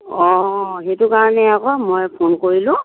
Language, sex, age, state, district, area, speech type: Assamese, female, 60+, Assam, Lakhimpur, urban, conversation